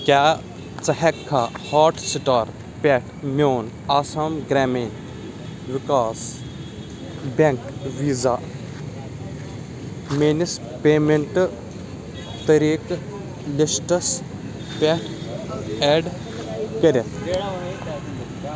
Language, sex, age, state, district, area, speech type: Kashmiri, male, 18-30, Jammu and Kashmir, Baramulla, rural, read